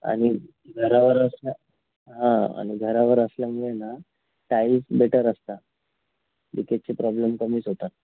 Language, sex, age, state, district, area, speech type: Marathi, female, 18-30, Maharashtra, Nashik, urban, conversation